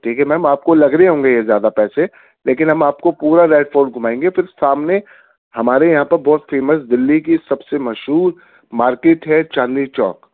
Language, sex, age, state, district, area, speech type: Urdu, male, 30-45, Delhi, Central Delhi, urban, conversation